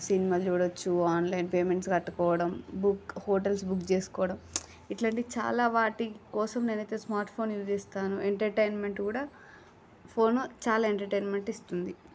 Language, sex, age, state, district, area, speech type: Telugu, female, 18-30, Andhra Pradesh, Srikakulam, urban, spontaneous